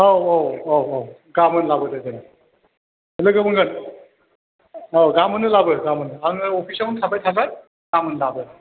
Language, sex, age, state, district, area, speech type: Bodo, male, 45-60, Assam, Chirang, rural, conversation